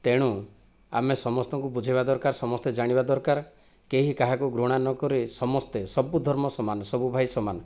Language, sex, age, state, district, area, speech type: Odia, male, 30-45, Odisha, Kandhamal, rural, spontaneous